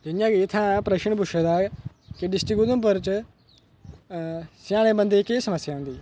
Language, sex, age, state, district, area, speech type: Dogri, male, 30-45, Jammu and Kashmir, Udhampur, urban, spontaneous